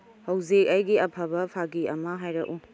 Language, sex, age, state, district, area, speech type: Manipuri, female, 30-45, Manipur, Kangpokpi, urban, read